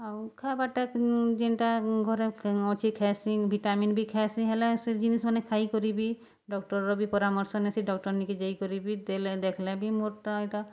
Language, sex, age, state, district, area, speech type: Odia, female, 30-45, Odisha, Bargarh, rural, spontaneous